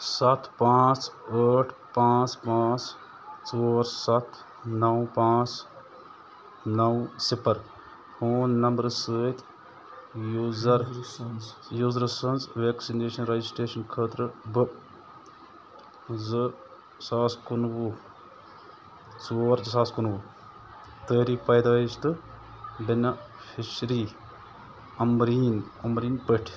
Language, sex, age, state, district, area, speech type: Kashmiri, male, 30-45, Jammu and Kashmir, Bandipora, rural, read